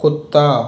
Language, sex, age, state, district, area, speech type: Hindi, male, 30-45, Rajasthan, Jaipur, rural, read